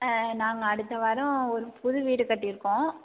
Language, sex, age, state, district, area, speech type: Tamil, female, 18-30, Tamil Nadu, Mayiladuthurai, urban, conversation